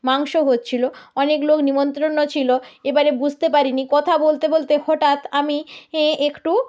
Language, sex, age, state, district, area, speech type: Bengali, female, 30-45, West Bengal, North 24 Parganas, rural, spontaneous